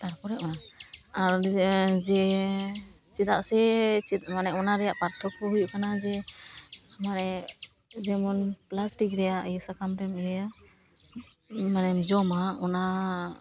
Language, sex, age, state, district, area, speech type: Santali, female, 18-30, West Bengal, Malda, rural, spontaneous